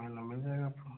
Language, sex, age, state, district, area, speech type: Hindi, male, 30-45, Uttar Pradesh, Prayagraj, rural, conversation